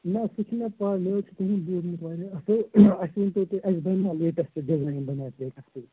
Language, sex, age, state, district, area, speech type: Kashmiri, male, 18-30, Jammu and Kashmir, Srinagar, urban, conversation